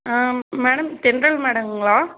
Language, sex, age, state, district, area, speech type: Tamil, female, 30-45, Tamil Nadu, Salem, urban, conversation